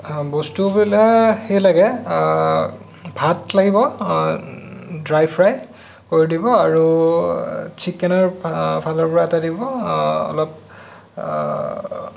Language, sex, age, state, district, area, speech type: Assamese, male, 18-30, Assam, Sonitpur, rural, spontaneous